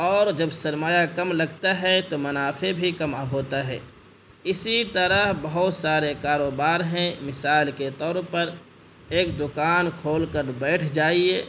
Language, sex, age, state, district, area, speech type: Urdu, male, 18-30, Bihar, Purnia, rural, spontaneous